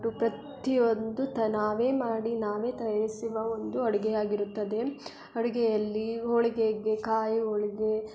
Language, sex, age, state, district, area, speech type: Kannada, female, 18-30, Karnataka, Hassan, urban, spontaneous